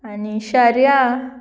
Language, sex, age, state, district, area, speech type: Goan Konkani, female, 18-30, Goa, Murmgao, urban, spontaneous